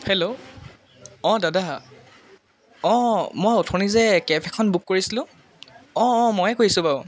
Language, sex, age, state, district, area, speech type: Assamese, male, 18-30, Assam, Jorhat, urban, spontaneous